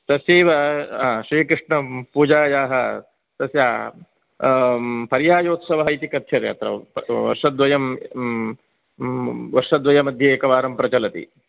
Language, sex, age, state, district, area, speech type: Sanskrit, male, 45-60, Karnataka, Udupi, urban, conversation